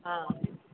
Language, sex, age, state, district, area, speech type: Odia, female, 45-60, Odisha, Sundergarh, rural, conversation